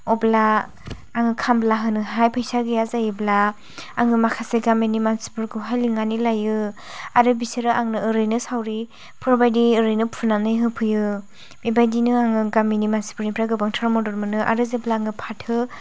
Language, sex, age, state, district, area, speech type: Bodo, female, 45-60, Assam, Chirang, rural, spontaneous